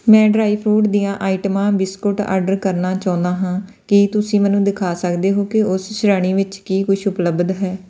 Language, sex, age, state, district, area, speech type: Punjabi, female, 30-45, Punjab, Tarn Taran, rural, read